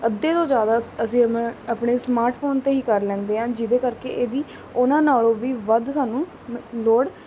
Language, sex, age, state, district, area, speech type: Punjabi, female, 18-30, Punjab, Kapurthala, urban, spontaneous